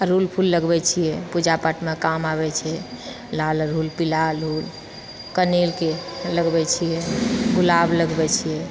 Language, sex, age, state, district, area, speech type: Maithili, female, 60+, Bihar, Purnia, rural, spontaneous